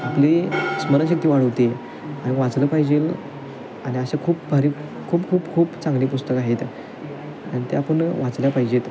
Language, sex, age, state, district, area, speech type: Marathi, male, 18-30, Maharashtra, Sangli, urban, spontaneous